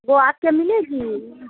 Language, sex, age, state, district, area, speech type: Urdu, female, 45-60, Uttar Pradesh, Lucknow, rural, conversation